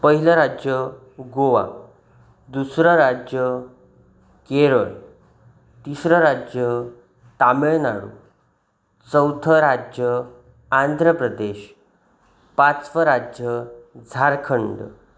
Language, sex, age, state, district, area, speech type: Marathi, male, 30-45, Maharashtra, Sindhudurg, rural, spontaneous